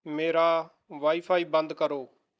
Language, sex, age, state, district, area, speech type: Punjabi, male, 30-45, Punjab, Mohali, rural, read